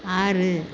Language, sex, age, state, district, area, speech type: Tamil, female, 45-60, Tamil Nadu, Tiruchirappalli, rural, read